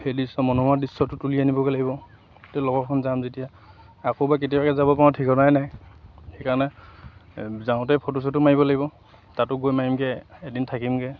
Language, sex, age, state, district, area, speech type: Assamese, male, 18-30, Assam, Lakhimpur, rural, spontaneous